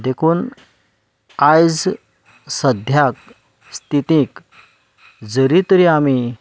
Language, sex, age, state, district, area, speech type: Goan Konkani, male, 30-45, Goa, Canacona, rural, spontaneous